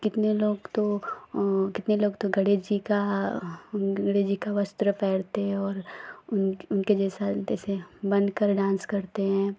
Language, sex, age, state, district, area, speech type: Hindi, female, 18-30, Uttar Pradesh, Ghazipur, urban, spontaneous